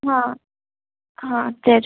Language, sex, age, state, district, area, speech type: Sindhi, female, 18-30, Maharashtra, Thane, urban, conversation